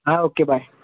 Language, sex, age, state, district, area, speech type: Marathi, male, 18-30, Maharashtra, Sangli, urban, conversation